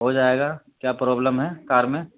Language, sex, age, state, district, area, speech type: Urdu, male, 30-45, Uttar Pradesh, Gautam Buddha Nagar, urban, conversation